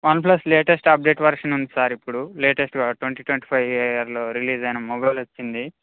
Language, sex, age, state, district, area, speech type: Telugu, male, 18-30, Telangana, Khammam, urban, conversation